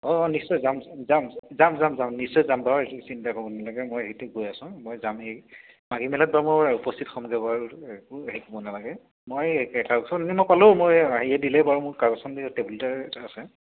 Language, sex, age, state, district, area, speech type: Assamese, male, 30-45, Assam, Dibrugarh, urban, conversation